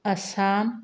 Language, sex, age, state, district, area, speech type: Manipuri, female, 45-60, Manipur, Tengnoupal, urban, spontaneous